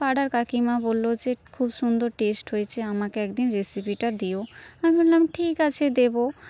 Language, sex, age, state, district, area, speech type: Bengali, female, 30-45, West Bengal, Paschim Medinipur, rural, spontaneous